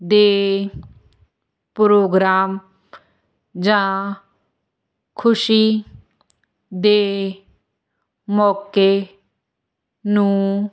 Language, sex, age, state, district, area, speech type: Punjabi, female, 18-30, Punjab, Hoshiarpur, rural, spontaneous